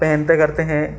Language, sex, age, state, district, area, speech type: Hindi, male, 18-30, Madhya Pradesh, Ujjain, urban, spontaneous